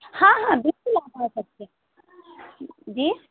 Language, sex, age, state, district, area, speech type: Urdu, female, 18-30, Bihar, Saharsa, rural, conversation